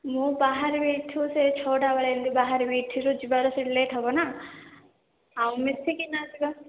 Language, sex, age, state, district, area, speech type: Odia, female, 18-30, Odisha, Koraput, urban, conversation